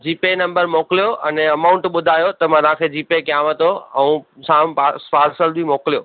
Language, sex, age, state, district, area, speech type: Sindhi, male, 30-45, Maharashtra, Thane, urban, conversation